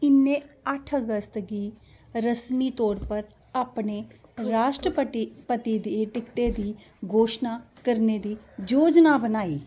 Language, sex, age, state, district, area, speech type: Dogri, female, 45-60, Jammu and Kashmir, Udhampur, rural, read